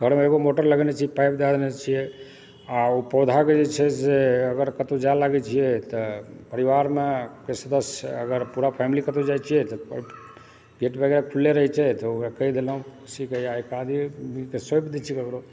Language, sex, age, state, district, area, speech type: Maithili, male, 45-60, Bihar, Supaul, rural, spontaneous